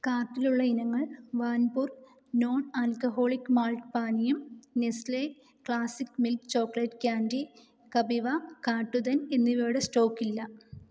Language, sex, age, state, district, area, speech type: Malayalam, female, 18-30, Kerala, Kottayam, rural, read